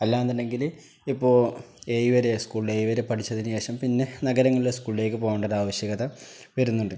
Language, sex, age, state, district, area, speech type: Malayalam, male, 18-30, Kerala, Kozhikode, rural, spontaneous